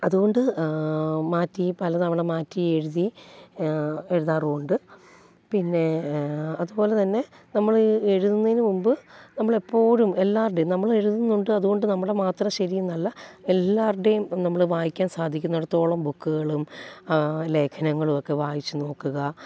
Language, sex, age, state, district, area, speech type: Malayalam, female, 30-45, Kerala, Alappuzha, rural, spontaneous